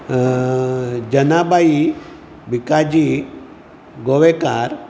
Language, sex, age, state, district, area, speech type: Goan Konkani, male, 60+, Goa, Bardez, urban, spontaneous